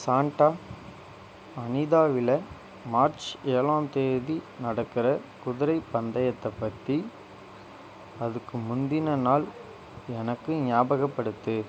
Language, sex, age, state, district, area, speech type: Tamil, male, 30-45, Tamil Nadu, Ariyalur, rural, read